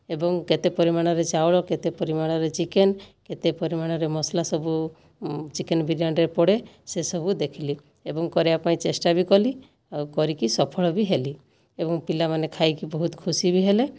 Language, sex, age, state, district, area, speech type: Odia, female, 60+, Odisha, Kandhamal, rural, spontaneous